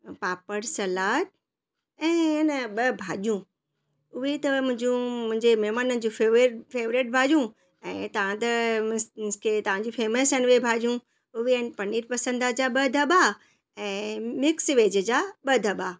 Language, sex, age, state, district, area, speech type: Sindhi, female, 45-60, Gujarat, Surat, urban, spontaneous